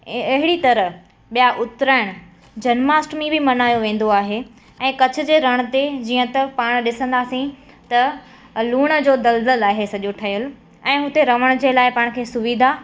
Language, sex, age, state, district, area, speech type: Sindhi, female, 18-30, Gujarat, Kutch, urban, spontaneous